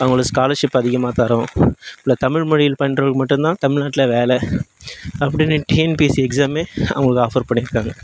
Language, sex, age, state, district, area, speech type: Tamil, male, 18-30, Tamil Nadu, Nagapattinam, urban, spontaneous